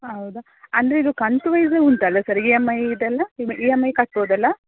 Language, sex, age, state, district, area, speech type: Kannada, female, 30-45, Karnataka, Dakshina Kannada, rural, conversation